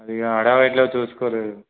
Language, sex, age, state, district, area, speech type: Telugu, male, 18-30, Telangana, Siddipet, urban, conversation